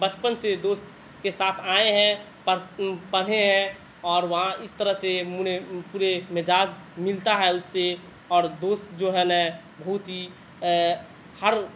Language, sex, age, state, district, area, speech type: Urdu, male, 18-30, Bihar, Madhubani, urban, spontaneous